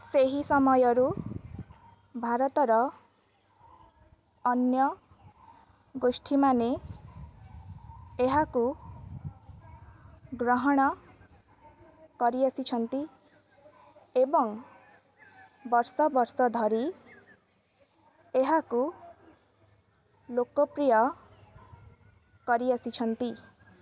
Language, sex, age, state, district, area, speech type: Odia, female, 18-30, Odisha, Kendrapara, urban, read